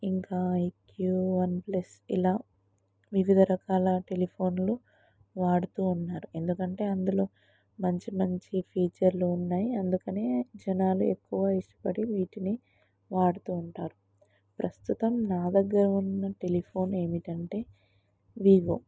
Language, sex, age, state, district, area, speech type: Telugu, female, 18-30, Telangana, Mahabubabad, rural, spontaneous